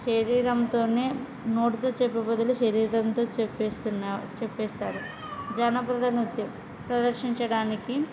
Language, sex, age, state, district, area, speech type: Telugu, female, 30-45, Andhra Pradesh, Kurnool, rural, spontaneous